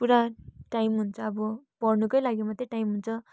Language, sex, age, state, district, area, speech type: Nepali, female, 18-30, West Bengal, Kalimpong, rural, spontaneous